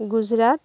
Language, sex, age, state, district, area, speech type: Assamese, female, 45-60, Assam, Morigaon, rural, spontaneous